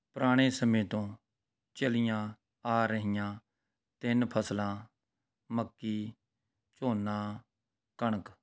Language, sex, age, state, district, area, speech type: Punjabi, male, 45-60, Punjab, Rupnagar, urban, spontaneous